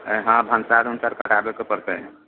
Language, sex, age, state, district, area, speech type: Maithili, male, 45-60, Bihar, Sitamarhi, rural, conversation